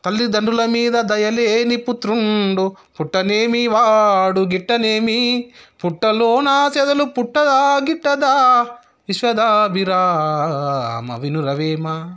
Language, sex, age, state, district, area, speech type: Telugu, male, 30-45, Telangana, Sangareddy, rural, spontaneous